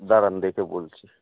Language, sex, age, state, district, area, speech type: Bengali, male, 30-45, West Bengal, Kolkata, urban, conversation